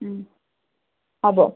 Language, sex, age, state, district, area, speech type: Assamese, female, 18-30, Assam, Lakhimpur, rural, conversation